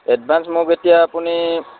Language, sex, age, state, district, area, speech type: Assamese, male, 18-30, Assam, Udalguri, urban, conversation